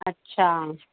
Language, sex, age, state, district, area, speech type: Sindhi, female, 30-45, Uttar Pradesh, Lucknow, urban, conversation